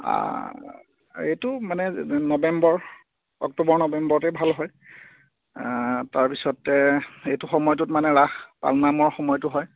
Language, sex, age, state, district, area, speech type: Assamese, male, 30-45, Assam, Majuli, urban, conversation